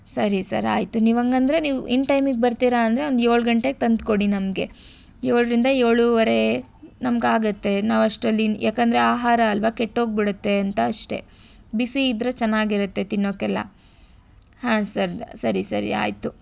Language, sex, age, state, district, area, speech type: Kannada, female, 18-30, Karnataka, Tumkur, urban, spontaneous